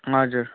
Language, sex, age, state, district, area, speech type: Nepali, male, 18-30, West Bengal, Darjeeling, rural, conversation